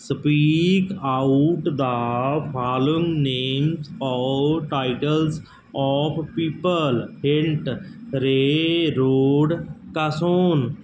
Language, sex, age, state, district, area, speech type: Punjabi, male, 45-60, Punjab, Barnala, rural, spontaneous